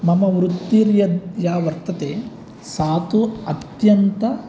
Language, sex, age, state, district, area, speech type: Sanskrit, male, 30-45, Andhra Pradesh, East Godavari, rural, spontaneous